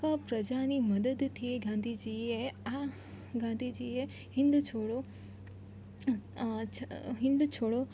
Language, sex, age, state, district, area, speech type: Gujarati, female, 18-30, Gujarat, Surat, rural, spontaneous